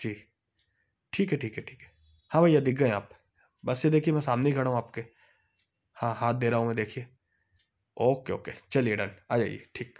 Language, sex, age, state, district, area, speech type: Hindi, male, 30-45, Madhya Pradesh, Ujjain, urban, spontaneous